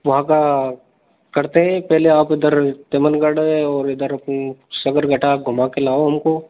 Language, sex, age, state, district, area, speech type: Hindi, male, 18-30, Rajasthan, Karauli, rural, conversation